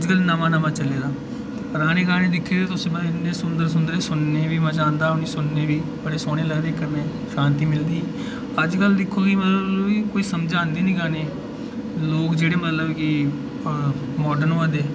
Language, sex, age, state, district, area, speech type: Dogri, male, 18-30, Jammu and Kashmir, Udhampur, urban, spontaneous